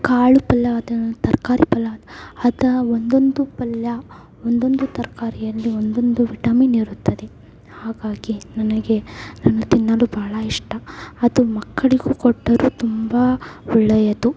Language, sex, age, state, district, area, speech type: Kannada, female, 18-30, Karnataka, Davanagere, rural, spontaneous